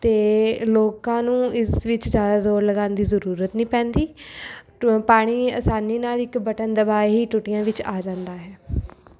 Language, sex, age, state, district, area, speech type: Punjabi, female, 18-30, Punjab, Rupnagar, urban, spontaneous